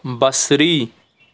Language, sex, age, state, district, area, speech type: Kashmiri, male, 30-45, Jammu and Kashmir, Anantnag, rural, read